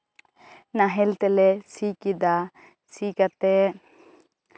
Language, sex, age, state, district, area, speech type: Santali, female, 18-30, West Bengal, Bankura, rural, spontaneous